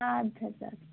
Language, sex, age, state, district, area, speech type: Kashmiri, female, 30-45, Jammu and Kashmir, Budgam, rural, conversation